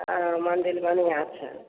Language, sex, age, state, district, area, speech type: Maithili, female, 60+, Bihar, Samastipur, rural, conversation